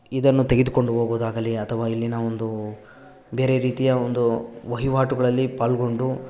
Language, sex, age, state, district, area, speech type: Kannada, male, 18-30, Karnataka, Bangalore Rural, rural, spontaneous